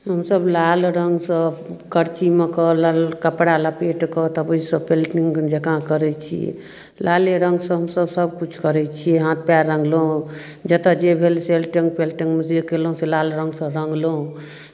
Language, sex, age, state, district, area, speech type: Maithili, female, 45-60, Bihar, Darbhanga, rural, spontaneous